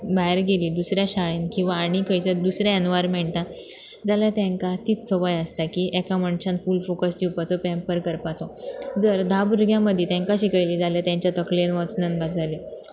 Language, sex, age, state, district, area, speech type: Goan Konkani, female, 18-30, Goa, Pernem, rural, spontaneous